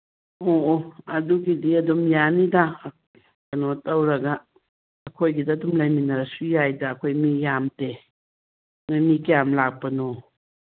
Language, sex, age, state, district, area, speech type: Manipuri, female, 60+, Manipur, Churachandpur, urban, conversation